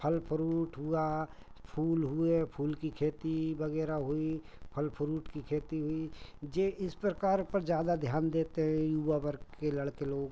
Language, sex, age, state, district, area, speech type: Hindi, male, 45-60, Madhya Pradesh, Hoshangabad, rural, spontaneous